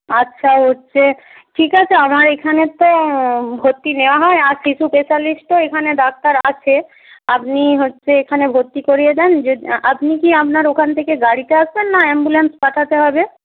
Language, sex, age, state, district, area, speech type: Bengali, female, 45-60, West Bengal, Purba Medinipur, rural, conversation